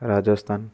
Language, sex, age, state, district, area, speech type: Odia, male, 18-30, Odisha, Kendujhar, urban, spontaneous